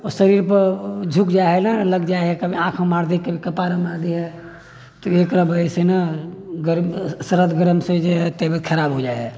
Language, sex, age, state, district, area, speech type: Maithili, male, 60+, Bihar, Sitamarhi, rural, spontaneous